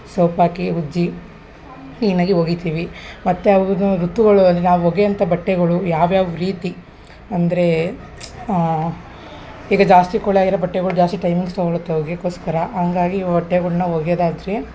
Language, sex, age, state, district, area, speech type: Kannada, female, 30-45, Karnataka, Hassan, urban, spontaneous